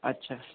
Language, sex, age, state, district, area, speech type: Urdu, male, 60+, Uttar Pradesh, Shahjahanpur, rural, conversation